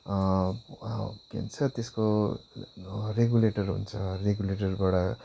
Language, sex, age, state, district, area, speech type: Nepali, male, 30-45, West Bengal, Darjeeling, rural, spontaneous